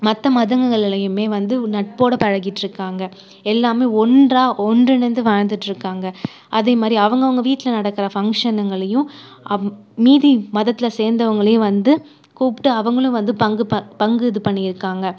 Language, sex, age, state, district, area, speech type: Tamil, female, 30-45, Tamil Nadu, Cuddalore, urban, spontaneous